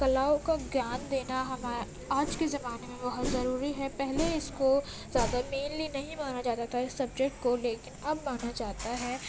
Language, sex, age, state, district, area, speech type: Urdu, female, 18-30, Uttar Pradesh, Gautam Buddha Nagar, urban, spontaneous